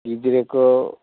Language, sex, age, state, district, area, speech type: Santali, male, 60+, West Bengal, Paschim Bardhaman, urban, conversation